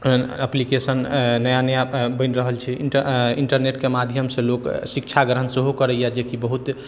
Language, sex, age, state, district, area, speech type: Maithili, male, 45-60, Bihar, Madhubani, urban, spontaneous